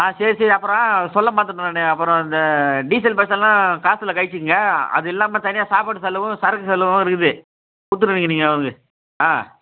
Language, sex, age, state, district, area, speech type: Tamil, male, 30-45, Tamil Nadu, Chengalpattu, rural, conversation